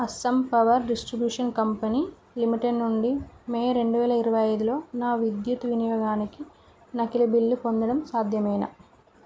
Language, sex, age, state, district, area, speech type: Telugu, female, 30-45, Telangana, Karimnagar, rural, read